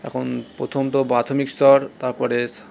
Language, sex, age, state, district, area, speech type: Bengali, male, 30-45, West Bengal, Purulia, urban, spontaneous